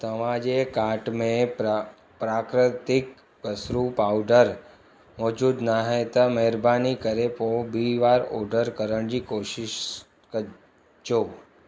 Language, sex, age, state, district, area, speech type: Sindhi, male, 30-45, Gujarat, Surat, urban, read